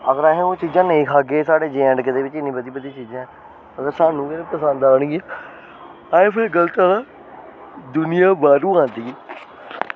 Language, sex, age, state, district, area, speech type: Dogri, male, 30-45, Jammu and Kashmir, Jammu, urban, spontaneous